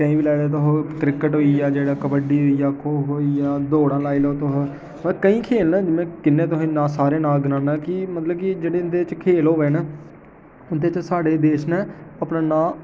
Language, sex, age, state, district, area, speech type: Dogri, male, 18-30, Jammu and Kashmir, Jammu, urban, spontaneous